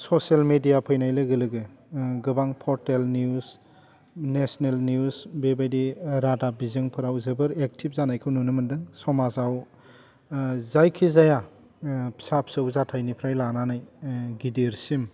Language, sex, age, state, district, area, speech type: Bodo, male, 30-45, Assam, Udalguri, urban, spontaneous